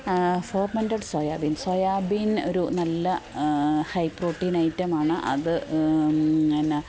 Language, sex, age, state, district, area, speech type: Malayalam, female, 45-60, Kerala, Pathanamthitta, rural, spontaneous